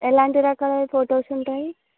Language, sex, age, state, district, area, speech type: Telugu, female, 18-30, Telangana, Nizamabad, urban, conversation